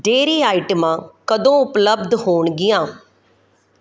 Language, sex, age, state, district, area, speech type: Punjabi, female, 45-60, Punjab, Kapurthala, rural, read